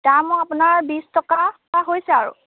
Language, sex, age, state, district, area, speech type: Assamese, female, 18-30, Assam, Biswanath, rural, conversation